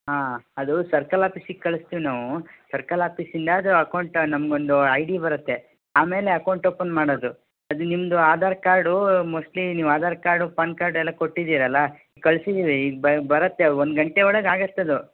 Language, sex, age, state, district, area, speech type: Kannada, male, 60+, Karnataka, Shimoga, rural, conversation